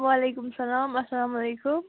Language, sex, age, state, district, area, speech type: Kashmiri, female, 30-45, Jammu and Kashmir, Anantnag, rural, conversation